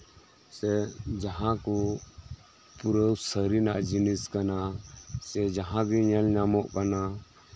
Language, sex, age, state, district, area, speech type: Santali, male, 30-45, West Bengal, Birbhum, rural, spontaneous